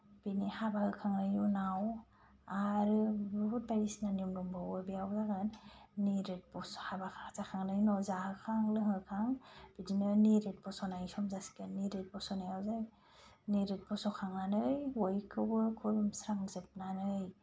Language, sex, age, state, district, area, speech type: Bodo, female, 30-45, Assam, Kokrajhar, rural, spontaneous